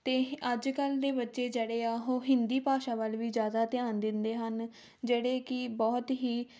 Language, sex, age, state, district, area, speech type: Punjabi, female, 18-30, Punjab, Tarn Taran, rural, spontaneous